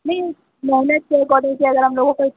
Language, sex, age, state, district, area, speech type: Hindi, female, 30-45, Uttar Pradesh, Sitapur, rural, conversation